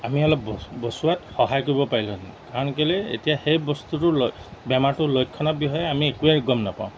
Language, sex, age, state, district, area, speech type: Assamese, male, 45-60, Assam, Golaghat, rural, spontaneous